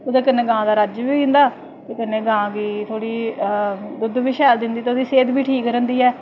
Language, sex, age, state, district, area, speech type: Dogri, female, 30-45, Jammu and Kashmir, Samba, rural, spontaneous